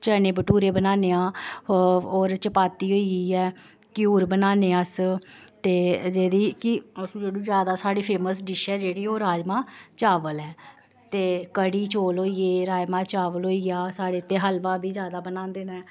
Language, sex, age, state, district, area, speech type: Dogri, female, 30-45, Jammu and Kashmir, Samba, urban, spontaneous